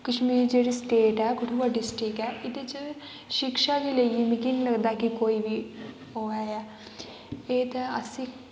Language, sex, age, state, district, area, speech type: Dogri, female, 18-30, Jammu and Kashmir, Kathua, rural, spontaneous